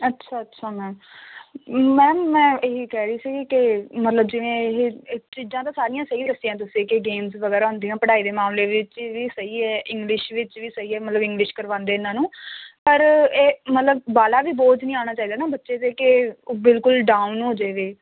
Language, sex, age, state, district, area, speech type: Punjabi, female, 18-30, Punjab, Faridkot, urban, conversation